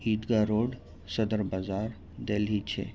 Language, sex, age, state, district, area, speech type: Urdu, male, 18-30, Delhi, North East Delhi, urban, spontaneous